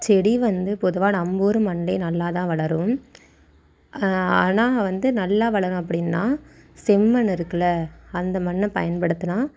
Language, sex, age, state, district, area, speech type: Tamil, female, 18-30, Tamil Nadu, Thanjavur, rural, spontaneous